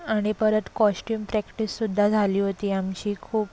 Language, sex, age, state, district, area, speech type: Marathi, female, 18-30, Maharashtra, Solapur, urban, spontaneous